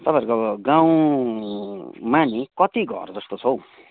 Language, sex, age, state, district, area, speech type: Nepali, male, 30-45, West Bengal, Kalimpong, rural, conversation